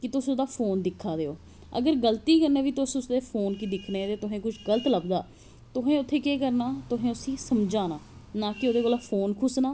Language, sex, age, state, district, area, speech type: Dogri, female, 30-45, Jammu and Kashmir, Jammu, urban, spontaneous